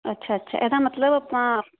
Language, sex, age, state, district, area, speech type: Punjabi, female, 45-60, Punjab, Tarn Taran, urban, conversation